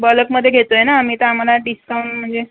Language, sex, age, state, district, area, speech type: Marathi, female, 18-30, Maharashtra, Mumbai Suburban, urban, conversation